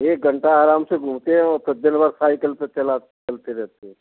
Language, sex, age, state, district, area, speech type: Hindi, male, 60+, Madhya Pradesh, Gwalior, rural, conversation